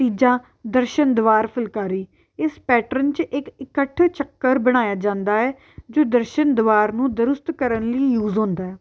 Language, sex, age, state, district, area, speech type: Punjabi, female, 18-30, Punjab, Amritsar, urban, spontaneous